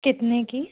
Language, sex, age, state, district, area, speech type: Hindi, female, 18-30, Madhya Pradesh, Jabalpur, urban, conversation